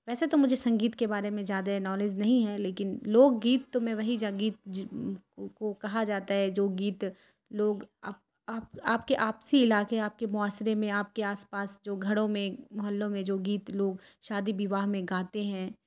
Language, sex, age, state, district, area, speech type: Urdu, female, 30-45, Bihar, Khagaria, rural, spontaneous